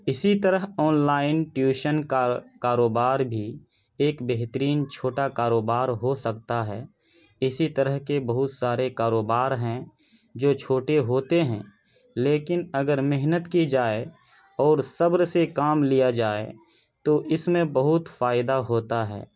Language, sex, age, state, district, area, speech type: Urdu, male, 30-45, Bihar, Purnia, rural, spontaneous